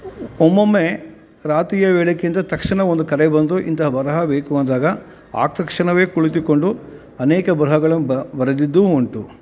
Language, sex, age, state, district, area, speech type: Kannada, male, 45-60, Karnataka, Kolar, rural, spontaneous